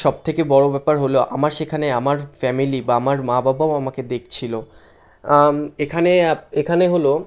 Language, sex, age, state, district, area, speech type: Bengali, male, 18-30, West Bengal, Kolkata, urban, spontaneous